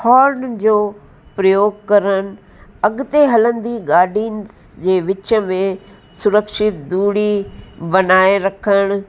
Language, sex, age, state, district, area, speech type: Sindhi, female, 60+, Uttar Pradesh, Lucknow, rural, spontaneous